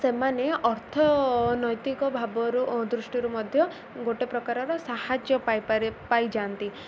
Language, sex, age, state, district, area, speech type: Odia, female, 18-30, Odisha, Ganjam, urban, spontaneous